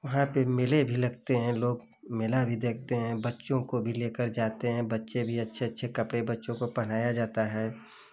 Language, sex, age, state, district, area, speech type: Hindi, male, 30-45, Uttar Pradesh, Ghazipur, urban, spontaneous